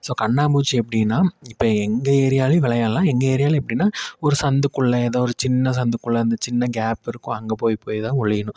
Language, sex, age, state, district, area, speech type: Tamil, male, 30-45, Tamil Nadu, Tiruppur, rural, spontaneous